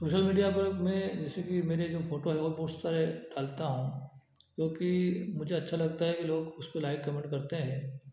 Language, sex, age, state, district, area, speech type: Hindi, male, 30-45, Madhya Pradesh, Ujjain, rural, spontaneous